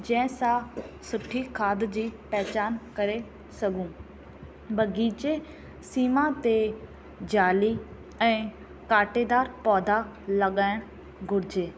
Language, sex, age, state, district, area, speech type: Sindhi, female, 18-30, Rajasthan, Ajmer, urban, spontaneous